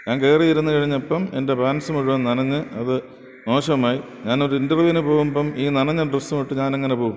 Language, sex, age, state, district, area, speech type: Malayalam, male, 60+, Kerala, Thiruvananthapuram, urban, spontaneous